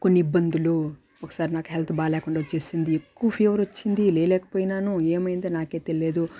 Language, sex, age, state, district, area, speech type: Telugu, female, 30-45, Andhra Pradesh, Sri Balaji, urban, spontaneous